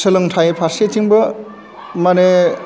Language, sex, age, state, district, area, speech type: Bodo, male, 45-60, Assam, Chirang, urban, spontaneous